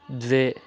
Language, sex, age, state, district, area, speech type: Sanskrit, male, 18-30, Karnataka, Chikkamagaluru, rural, read